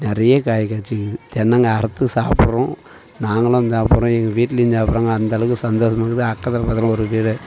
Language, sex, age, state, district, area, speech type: Tamil, male, 45-60, Tamil Nadu, Tiruvannamalai, rural, spontaneous